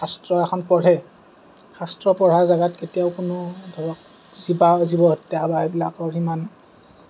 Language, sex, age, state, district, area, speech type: Assamese, male, 30-45, Assam, Kamrup Metropolitan, urban, spontaneous